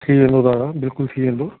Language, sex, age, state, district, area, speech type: Sindhi, male, 60+, Delhi, South Delhi, rural, conversation